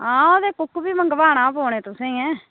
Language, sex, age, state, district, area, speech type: Dogri, female, 30-45, Jammu and Kashmir, Reasi, rural, conversation